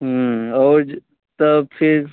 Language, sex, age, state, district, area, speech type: Hindi, male, 18-30, Uttar Pradesh, Jaunpur, rural, conversation